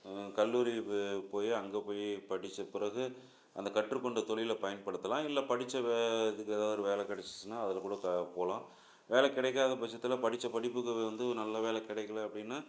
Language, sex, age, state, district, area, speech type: Tamil, male, 45-60, Tamil Nadu, Salem, urban, spontaneous